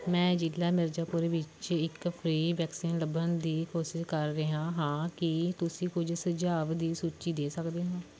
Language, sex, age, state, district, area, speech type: Punjabi, female, 18-30, Punjab, Fatehgarh Sahib, rural, read